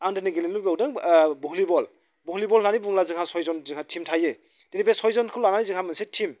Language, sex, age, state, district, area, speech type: Bodo, male, 45-60, Assam, Chirang, rural, spontaneous